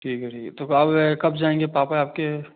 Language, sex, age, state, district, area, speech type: Hindi, male, 18-30, Madhya Pradesh, Katni, urban, conversation